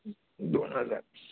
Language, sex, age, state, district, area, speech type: Marathi, male, 18-30, Maharashtra, Nagpur, urban, conversation